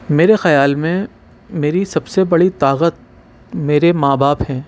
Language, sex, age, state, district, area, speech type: Urdu, male, 30-45, Delhi, Central Delhi, urban, spontaneous